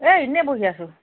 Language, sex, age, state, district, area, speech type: Assamese, female, 45-60, Assam, Jorhat, urban, conversation